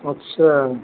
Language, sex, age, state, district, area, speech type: Hindi, male, 30-45, Uttar Pradesh, Mau, urban, conversation